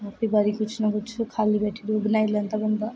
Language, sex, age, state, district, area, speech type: Dogri, female, 18-30, Jammu and Kashmir, Jammu, urban, spontaneous